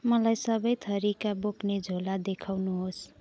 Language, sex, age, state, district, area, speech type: Nepali, female, 45-60, West Bengal, Jalpaiguri, urban, read